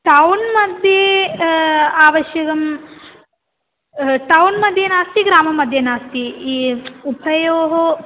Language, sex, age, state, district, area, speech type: Sanskrit, female, 18-30, Kerala, Malappuram, urban, conversation